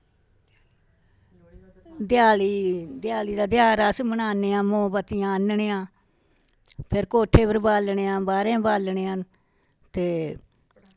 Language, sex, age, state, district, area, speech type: Dogri, female, 60+, Jammu and Kashmir, Samba, urban, spontaneous